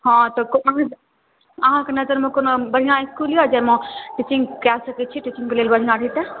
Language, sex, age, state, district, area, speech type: Maithili, female, 18-30, Bihar, Darbhanga, rural, conversation